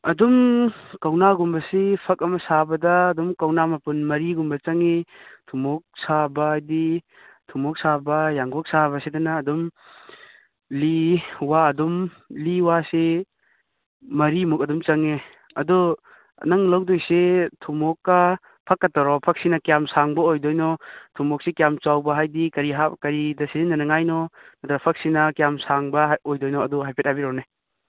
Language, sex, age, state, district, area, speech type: Manipuri, male, 18-30, Manipur, Churachandpur, rural, conversation